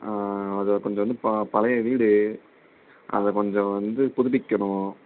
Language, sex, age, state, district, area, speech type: Tamil, male, 18-30, Tamil Nadu, Mayiladuthurai, urban, conversation